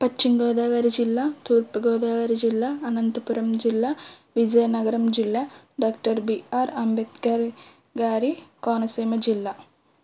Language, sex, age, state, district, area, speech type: Telugu, female, 30-45, Andhra Pradesh, East Godavari, rural, spontaneous